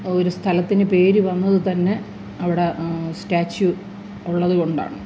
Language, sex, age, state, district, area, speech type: Malayalam, female, 60+, Kerala, Thiruvananthapuram, urban, spontaneous